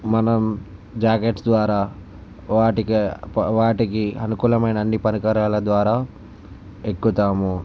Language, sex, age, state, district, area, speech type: Telugu, male, 45-60, Andhra Pradesh, Visakhapatnam, urban, spontaneous